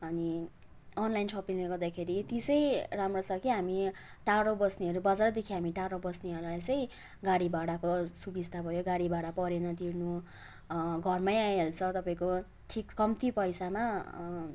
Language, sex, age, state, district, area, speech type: Nepali, female, 18-30, West Bengal, Darjeeling, rural, spontaneous